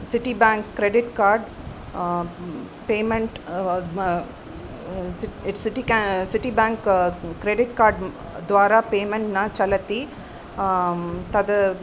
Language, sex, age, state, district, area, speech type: Sanskrit, female, 45-60, Tamil Nadu, Chennai, urban, spontaneous